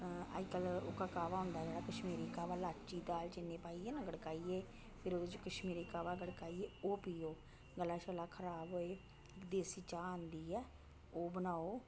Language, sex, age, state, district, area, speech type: Dogri, female, 60+, Jammu and Kashmir, Reasi, rural, spontaneous